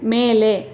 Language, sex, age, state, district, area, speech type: Kannada, female, 18-30, Karnataka, Kolar, rural, read